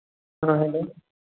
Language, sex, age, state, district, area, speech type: Hindi, male, 18-30, Bihar, Begusarai, rural, conversation